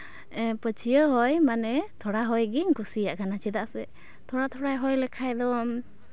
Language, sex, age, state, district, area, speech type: Santali, female, 18-30, West Bengal, Uttar Dinajpur, rural, spontaneous